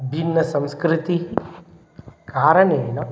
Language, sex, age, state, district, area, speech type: Sanskrit, male, 30-45, Telangana, Ranga Reddy, urban, spontaneous